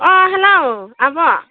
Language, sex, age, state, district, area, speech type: Bodo, female, 30-45, Assam, Udalguri, rural, conversation